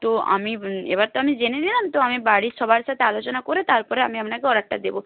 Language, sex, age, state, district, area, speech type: Bengali, female, 18-30, West Bengal, Nadia, rural, conversation